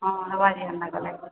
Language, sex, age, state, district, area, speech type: Odia, female, 30-45, Odisha, Balangir, urban, conversation